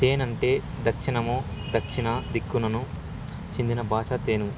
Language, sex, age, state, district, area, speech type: Telugu, male, 18-30, Andhra Pradesh, Sri Satya Sai, rural, spontaneous